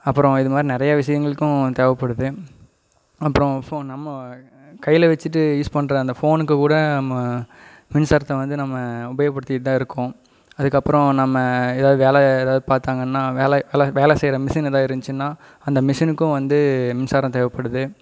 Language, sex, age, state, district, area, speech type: Tamil, male, 18-30, Tamil Nadu, Coimbatore, rural, spontaneous